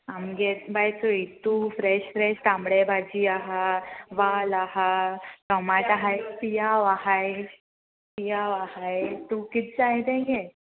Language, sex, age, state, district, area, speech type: Goan Konkani, female, 18-30, Goa, Salcete, rural, conversation